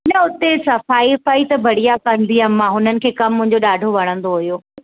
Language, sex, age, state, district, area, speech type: Sindhi, female, 30-45, Madhya Pradesh, Katni, urban, conversation